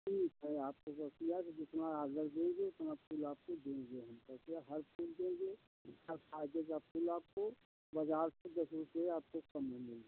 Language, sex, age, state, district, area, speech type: Hindi, male, 60+, Uttar Pradesh, Jaunpur, rural, conversation